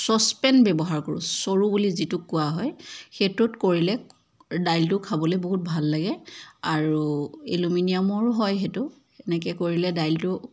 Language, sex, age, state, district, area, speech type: Assamese, female, 30-45, Assam, Charaideo, urban, spontaneous